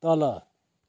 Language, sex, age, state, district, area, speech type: Nepali, male, 60+, West Bengal, Kalimpong, rural, read